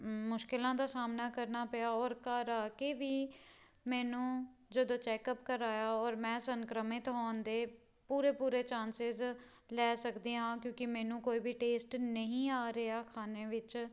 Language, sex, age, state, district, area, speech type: Punjabi, female, 18-30, Punjab, Pathankot, rural, spontaneous